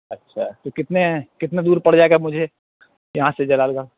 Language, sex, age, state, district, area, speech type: Urdu, male, 18-30, Bihar, Purnia, rural, conversation